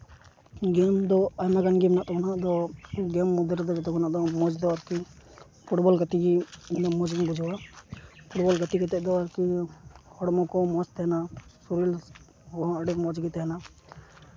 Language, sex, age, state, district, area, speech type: Santali, male, 18-30, West Bengal, Uttar Dinajpur, rural, spontaneous